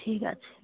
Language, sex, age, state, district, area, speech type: Bengali, female, 45-60, West Bengal, Dakshin Dinajpur, urban, conversation